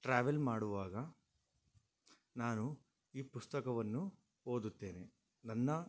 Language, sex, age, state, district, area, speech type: Kannada, male, 30-45, Karnataka, Shimoga, rural, spontaneous